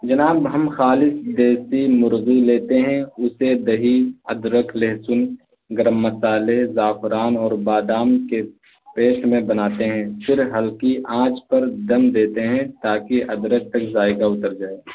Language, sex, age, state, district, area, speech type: Urdu, male, 18-30, Uttar Pradesh, Balrampur, rural, conversation